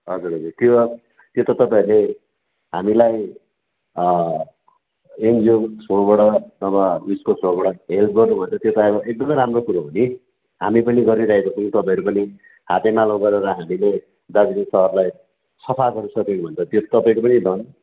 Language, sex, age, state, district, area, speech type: Nepali, male, 45-60, West Bengal, Darjeeling, rural, conversation